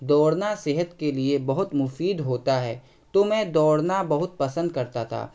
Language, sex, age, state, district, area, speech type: Urdu, male, 30-45, Bihar, Araria, rural, spontaneous